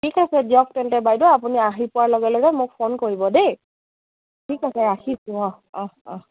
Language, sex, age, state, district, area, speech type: Assamese, female, 18-30, Assam, Dibrugarh, rural, conversation